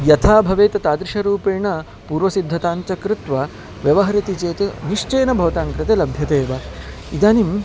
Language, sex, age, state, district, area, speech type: Sanskrit, male, 30-45, Karnataka, Bangalore Urban, urban, spontaneous